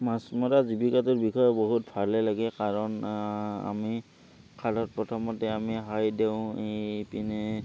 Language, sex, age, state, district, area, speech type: Assamese, male, 30-45, Assam, Barpeta, rural, spontaneous